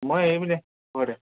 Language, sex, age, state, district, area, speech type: Assamese, male, 18-30, Assam, Tinsukia, urban, conversation